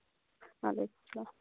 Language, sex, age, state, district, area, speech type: Kashmiri, female, 18-30, Jammu and Kashmir, Budgam, rural, conversation